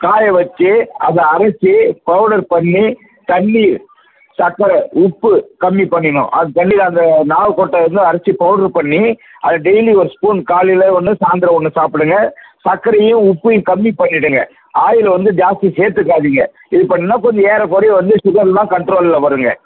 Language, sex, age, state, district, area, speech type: Tamil, male, 60+, Tamil Nadu, Viluppuram, rural, conversation